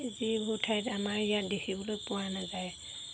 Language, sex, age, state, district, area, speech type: Assamese, female, 30-45, Assam, Golaghat, urban, spontaneous